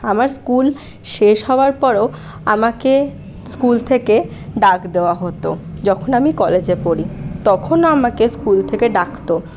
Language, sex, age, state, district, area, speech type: Bengali, female, 18-30, West Bengal, Paschim Bardhaman, rural, spontaneous